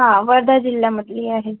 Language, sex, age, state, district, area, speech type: Marathi, female, 18-30, Maharashtra, Wardha, rural, conversation